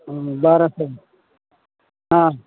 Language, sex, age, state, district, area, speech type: Maithili, male, 60+, Bihar, Madhepura, rural, conversation